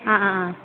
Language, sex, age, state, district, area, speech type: Malayalam, female, 18-30, Kerala, Kasaragod, rural, conversation